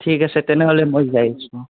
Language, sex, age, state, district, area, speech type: Assamese, male, 18-30, Assam, Barpeta, rural, conversation